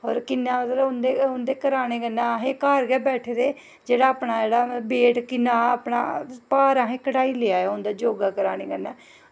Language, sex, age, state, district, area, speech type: Dogri, female, 30-45, Jammu and Kashmir, Jammu, rural, spontaneous